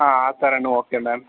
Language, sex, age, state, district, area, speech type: Kannada, male, 18-30, Karnataka, Bangalore Urban, urban, conversation